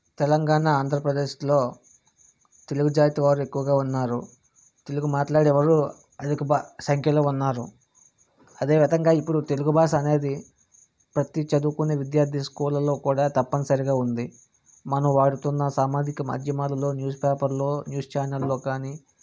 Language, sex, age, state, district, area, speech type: Telugu, male, 30-45, Andhra Pradesh, Vizianagaram, urban, spontaneous